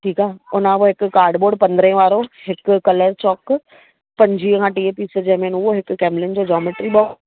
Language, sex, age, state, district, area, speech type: Sindhi, female, 30-45, Maharashtra, Thane, urban, conversation